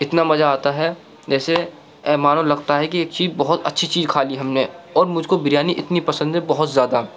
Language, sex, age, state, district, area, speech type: Urdu, male, 45-60, Uttar Pradesh, Gautam Buddha Nagar, urban, spontaneous